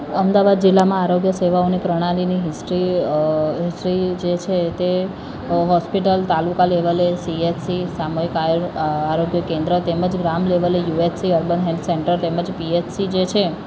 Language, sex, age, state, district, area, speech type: Gujarati, female, 18-30, Gujarat, Ahmedabad, urban, spontaneous